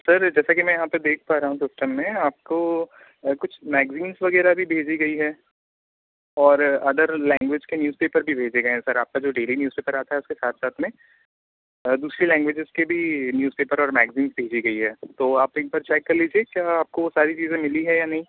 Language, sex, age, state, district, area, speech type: Hindi, male, 18-30, Madhya Pradesh, Seoni, urban, conversation